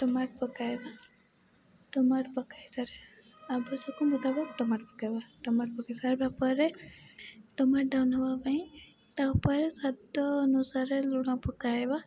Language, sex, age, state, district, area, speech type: Odia, female, 18-30, Odisha, Rayagada, rural, spontaneous